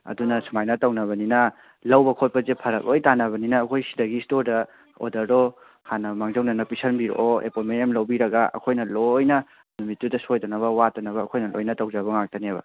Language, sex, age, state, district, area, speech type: Manipuri, male, 18-30, Manipur, Kangpokpi, urban, conversation